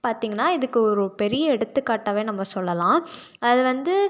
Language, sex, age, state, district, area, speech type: Tamil, female, 18-30, Tamil Nadu, Salem, urban, spontaneous